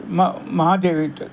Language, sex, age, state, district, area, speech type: Kannada, male, 60+, Karnataka, Udupi, rural, spontaneous